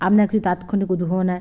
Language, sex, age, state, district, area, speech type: Bengali, female, 45-60, West Bengal, Bankura, urban, spontaneous